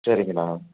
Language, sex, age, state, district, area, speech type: Tamil, male, 60+, Tamil Nadu, Tiruppur, rural, conversation